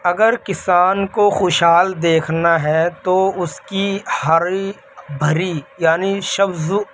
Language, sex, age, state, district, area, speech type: Urdu, male, 18-30, Delhi, North West Delhi, urban, spontaneous